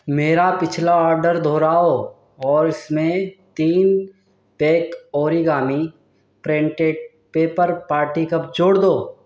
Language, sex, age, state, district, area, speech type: Urdu, male, 18-30, Delhi, East Delhi, urban, read